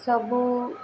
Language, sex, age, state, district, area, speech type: Odia, female, 18-30, Odisha, Sundergarh, urban, spontaneous